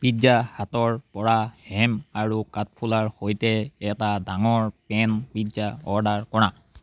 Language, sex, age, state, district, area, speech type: Assamese, male, 30-45, Assam, Biswanath, rural, read